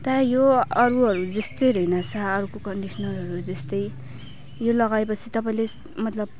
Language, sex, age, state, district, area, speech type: Nepali, female, 30-45, West Bengal, Alipurduar, urban, spontaneous